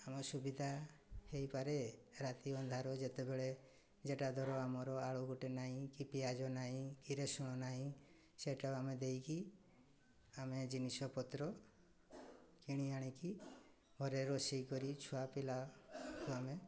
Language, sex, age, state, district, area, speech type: Odia, male, 45-60, Odisha, Mayurbhanj, rural, spontaneous